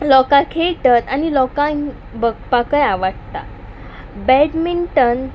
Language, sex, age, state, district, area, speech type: Goan Konkani, female, 18-30, Goa, Pernem, rural, spontaneous